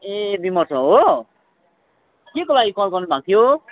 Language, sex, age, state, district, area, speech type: Nepali, male, 30-45, West Bengal, Kalimpong, rural, conversation